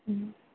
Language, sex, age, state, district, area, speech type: Telugu, female, 18-30, Telangana, Siddipet, rural, conversation